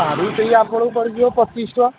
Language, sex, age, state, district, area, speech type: Odia, male, 18-30, Odisha, Puri, urban, conversation